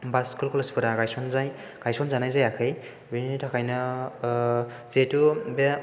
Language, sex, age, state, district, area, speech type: Bodo, male, 18-30, Assam, Chirang, rural, spontaneous